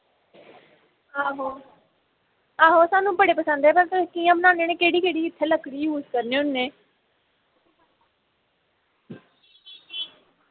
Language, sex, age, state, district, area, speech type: Dogri, female, 18-30, Jammu and Kashmir, Samba, rural, conversation